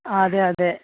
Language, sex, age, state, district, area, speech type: Malayalam, male, 30-45, Kerala, Malappuram, rural, conversation